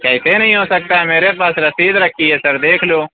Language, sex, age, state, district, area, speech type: Urdu, male, 30-45, Uttar Pradesh, Lucknow, rural, conversation